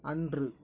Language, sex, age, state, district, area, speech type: Tamil, male, 18-30, Tamil Nadu, Nagapattinam, rural, read